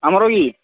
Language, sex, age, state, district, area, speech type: Odia, male, 18-30, Odisha, Sambalpur, rural, conversation